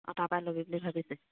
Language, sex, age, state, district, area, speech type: Assamese, female, 30-45, Assam, Charaideo, rural, conversation